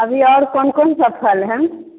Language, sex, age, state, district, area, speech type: Hindi, female, 18-30, Bihar, Begusarai, rural, conversation